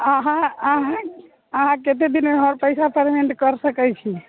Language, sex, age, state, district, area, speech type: Maithili, female, 30-45, Bihar, Muzaffarpur, rural, conversation